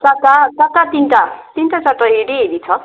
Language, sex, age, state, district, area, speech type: Nepali, female, 30-45, West Bengal, Kalimpong, rural, conversation